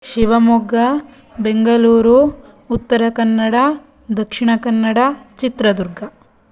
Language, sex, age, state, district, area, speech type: Sanskrit, female, 18-30, Karnataka, Shimoga, rural, spontaneous